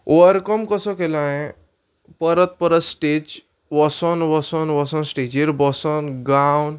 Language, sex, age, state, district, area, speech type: Goan Konkani, male, 18-30, Goa, Murmgao, urban, spontaneous